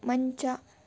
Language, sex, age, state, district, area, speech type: Kannada, female, 18-30, Karnataka, Tumkur, urban, read